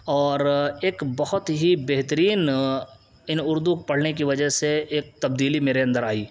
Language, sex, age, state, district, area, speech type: Urdu, male, 18-30, Uttar Pradesh, Siddharthnagar, rural, spontaneous